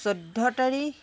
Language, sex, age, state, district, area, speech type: Assamese, female, 60+, Assam, Tinsukia, rural, spontaneous